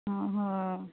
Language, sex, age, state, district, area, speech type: Goan Konkani, female, 18-30, Goa, Quepem, rural, conversation